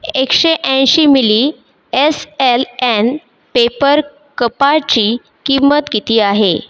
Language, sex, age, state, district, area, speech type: Marathi, female, 30-45, Maharashtra, Buldhana, urban, read